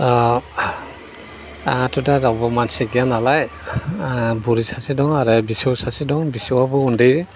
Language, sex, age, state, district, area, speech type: Bodo, male, 60+, Assam, Chirang, rural, spontaneous